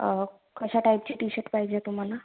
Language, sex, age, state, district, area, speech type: Marathi, female, 18-30, Maharashtra, Nagpur, urban, conversation